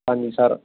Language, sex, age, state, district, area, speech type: Punjabi, male, 30-45, Punjab, Ludhiana, rural, conversation